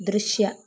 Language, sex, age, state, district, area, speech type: Kannada, female, 30-45, Karnataka, Shimoga, rural, read